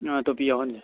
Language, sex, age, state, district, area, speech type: Manipuri, male, 18-30, Manipur, Kangpokpi, urban, conversation